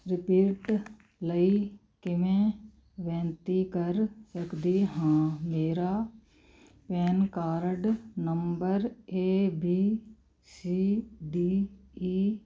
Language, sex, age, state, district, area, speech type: Punjabi, female, 45-60, Punjab, Muktsar, urban, read